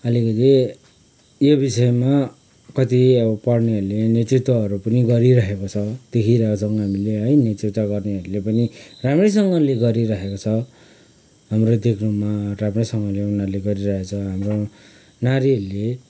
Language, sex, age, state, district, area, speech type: Nepali, male, 45-60, West Bengal, Kalimpong, rural, spontaneous